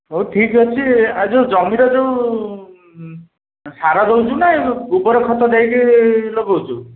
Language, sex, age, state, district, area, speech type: Odia, male, 60+, Odisha, Dhenkanal, rural, conversation